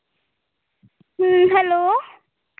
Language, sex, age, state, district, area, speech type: Santali, female, 18-30, Jharkhand, Seraikela Kharsawan, rural, conversation